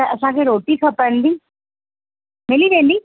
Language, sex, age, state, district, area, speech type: Sindhi, female, 30-45, Madhya Pradesh, Katni, urban, conversation